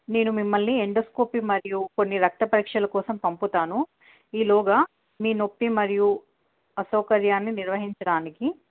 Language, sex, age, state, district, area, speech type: Telugu, female, 18-30, Telangana, Hanamkonda, urban, conversation